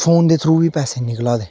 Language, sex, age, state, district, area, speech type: Dogri, male, 18-30, Jammu and Kashmir, Udhampur, rural, spontaneous